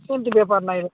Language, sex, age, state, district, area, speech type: Odia, male, 45-60, Odisha, Nabarangpur, rural, conversation